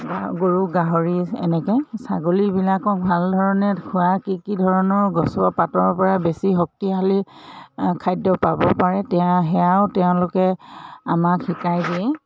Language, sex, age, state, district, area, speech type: Assamese, female, 45-60, Assam, Dhemaji, urban, spontaneous